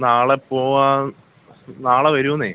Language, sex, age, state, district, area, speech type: Malayalam, male, 18-30, Kerala, Kollam, rural, conversation